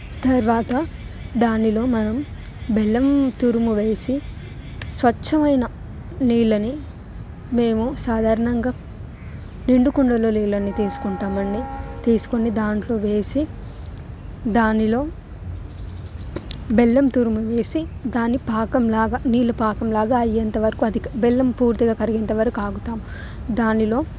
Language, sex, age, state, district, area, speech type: Telugu, female, 18-30, Telangana, Hyderabad, urban, spontaneous